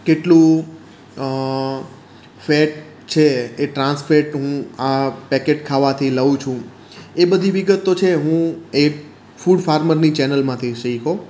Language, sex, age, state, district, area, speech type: Gujarati, male, 30-45, Gujarat, Surat, urban, spontaneous